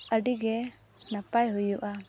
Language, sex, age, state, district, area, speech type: Santali, female, 18-30, Jharkhand, Seraikela Kharsawan, rural, spontaneous